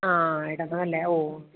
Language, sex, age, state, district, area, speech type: Malayalam, female, 30-45, Kerala, Alappuzha, rural, conversation